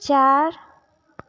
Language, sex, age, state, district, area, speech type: Hindi, female, 18-30, Madhya Pradesh, Betul, rural, read